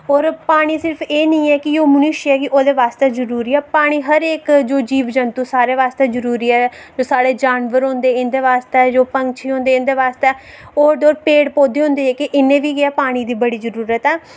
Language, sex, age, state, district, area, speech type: Dogri, female, 18-30, Jammu and Kashmir, Reasi, rural, spontaneous